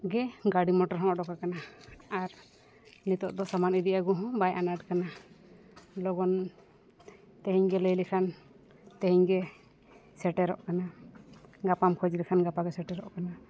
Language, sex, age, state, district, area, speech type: Santali, female, 45-60, Jharkhand, East Singhbhum, rural, spontaneous